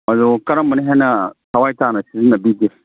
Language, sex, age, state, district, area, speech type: Manipuri, male, 45-60, Manipur, Kangpokpi, urban, conversation